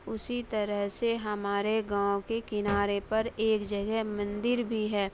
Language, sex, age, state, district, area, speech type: Urdu, female, 18-30, Bihar, Saharsa, rural, spontaneous